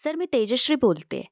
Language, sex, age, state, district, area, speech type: Marathi, female, 18-30, Maharashtra, Pune, urban, spontaneous